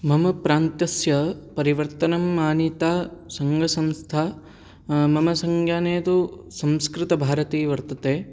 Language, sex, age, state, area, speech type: Sanskrit, male, 18-30, Haryana, urban, spontaneous